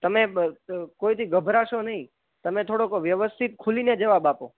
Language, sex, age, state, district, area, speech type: Gujarati, male, 18-30, Gujarat, Junagadh, urban, conversation